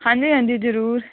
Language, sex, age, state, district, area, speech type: Punjabi, female, 18-30, Punjab, Fatehgarh Sahib, rural, conversation